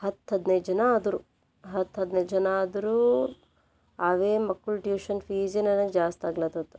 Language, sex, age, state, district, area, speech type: Kannada, female, 18-30, Karnataka, Bidar, urban, spontaneous